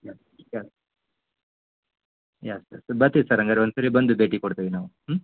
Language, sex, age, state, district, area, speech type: Kannada, male, 30-45, Karnataka, Koppal, rural, conversation